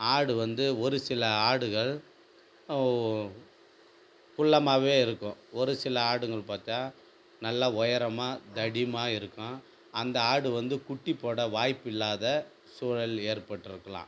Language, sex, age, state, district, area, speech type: Tamil, male, 45-60, Tamil Nadu, Viluppuram, rural, spontaneous